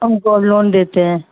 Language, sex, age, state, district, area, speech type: Urdu, female, 30-45, Uttar Pradesh, Muzaffarnagar, urban, conversation